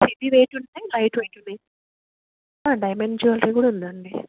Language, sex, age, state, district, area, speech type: Telugu, female, 30-45, Telangana, Mancherial, rural, conversation